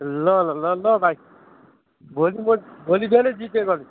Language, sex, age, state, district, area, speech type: Nepali, male, 45-60, West Bengal, Darjeeling, rural, conversation